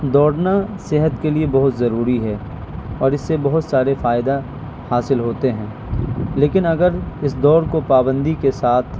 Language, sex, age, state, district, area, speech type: Urdu, male, 18-30, Bihar, Purnia, rural, spontaneous